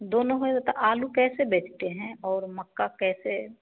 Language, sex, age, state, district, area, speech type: Hindi, female, 30-45, Bihar, Samastipur, rural, conversation